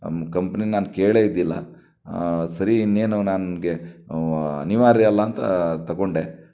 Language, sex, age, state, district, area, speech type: Kannada, male, 30-45, Karnataka, Shimoga, rural, spontaneous